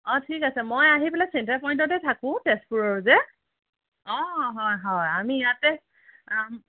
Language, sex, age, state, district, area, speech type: Assamese, female, 45-60, Assam, Sonitpur, urban, conversation